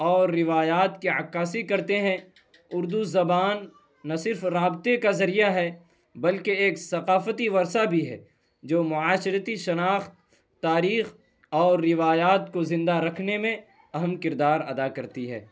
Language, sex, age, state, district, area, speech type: Urdu, male, 18-30, Bihar, Purnia, rural, spontaneous